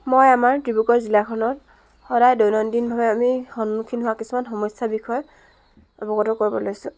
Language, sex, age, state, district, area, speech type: Assamese, female, 18-30, Assam, Dibrugarh, rural, spontaneous